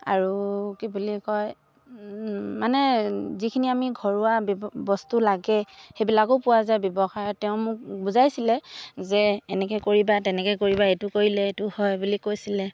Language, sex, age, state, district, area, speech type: Assamese, female, 30-45, Assam, Charaideo, rural, spontaneous